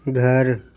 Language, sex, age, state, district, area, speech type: Urdu, male, 18-30, Uttar Pradesh, Lucknow, urban, read